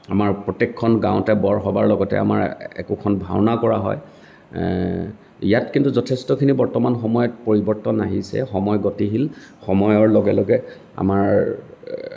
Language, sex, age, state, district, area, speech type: Assamese, male, 45-60, Assam, Lakhimpur, rural, spontaneous